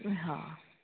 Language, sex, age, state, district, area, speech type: Gujarati, female, 30-45, Gujarat, Kheda, rural, conversation